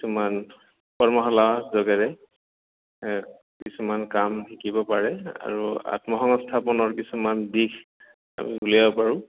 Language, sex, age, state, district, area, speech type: Assamese, male, 45-60, Assam, Goalpara, urban, conversation